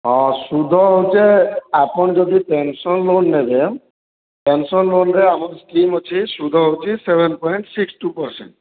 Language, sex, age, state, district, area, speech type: Odia, male, 60+, Odisha, Boudh, rural, conversation